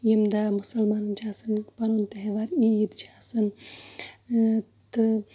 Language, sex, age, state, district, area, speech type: Kashmiri, female, 30-45, Jammu and Kashmir, Shopian, rural, spontaneous